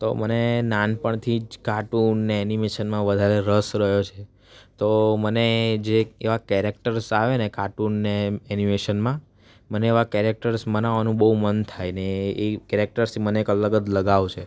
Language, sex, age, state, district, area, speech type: Gujarati, male, 18-30, Gujarat, Surat, urban, spontaneous